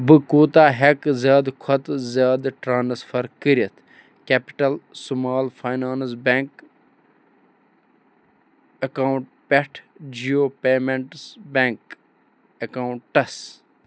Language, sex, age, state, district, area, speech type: Kashmiri, male, 30-45, Jammu and Kashmir, Bandipora, rural, read